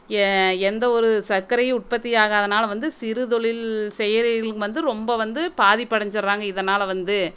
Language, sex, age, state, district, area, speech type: Tamil, female, 30-45, Tamil Nadu, Erode, rural, spontaneous